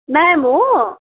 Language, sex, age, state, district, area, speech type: Nepali, female, 18-30, West Bengal, Darjeeling, rural, conversation